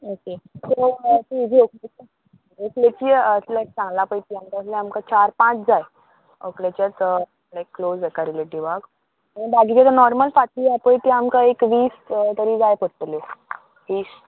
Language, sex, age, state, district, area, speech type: Goan Konkani, female, 18-30, Goa, Murmgao, urban, conversation